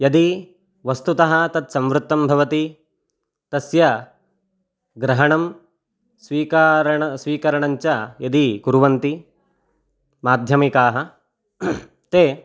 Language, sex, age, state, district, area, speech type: Sanskrit, male, 18-30, Karnataka, Chitradurga, rural, spontaneous